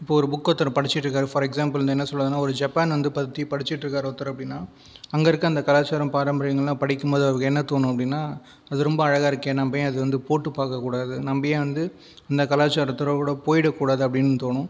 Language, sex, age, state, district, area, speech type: Tamil, male, 18-30, Tamil Nadu, Viluppuram, rural, spontaneous